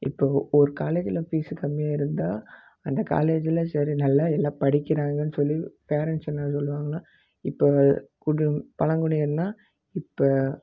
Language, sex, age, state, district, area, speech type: Tamil, male, 18-30, Tamil Nadu, Namakkal, rural, spontaneous